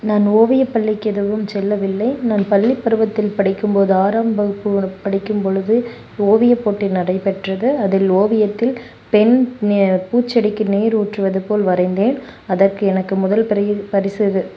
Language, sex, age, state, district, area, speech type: Tamil, female, 18-30, Tamil Nadu, Namakkal, rural, spontaneous